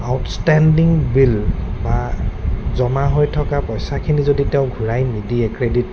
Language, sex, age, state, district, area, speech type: Assamese, male, 30-45, Assam, Goalpara, urban, spontaneous